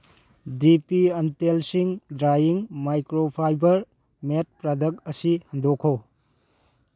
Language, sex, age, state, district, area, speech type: Manipuri, male, 18-30, Manipur, Churachandpur, rural, read